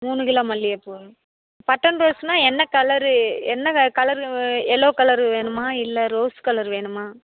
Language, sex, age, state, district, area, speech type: Tamil, female, 60+, Tamil Nadu, Theni, rural, conversation